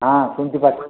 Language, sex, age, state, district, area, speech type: Bengali, male, 60+, West Bengal, Uttar Dinajpur, rural, conversation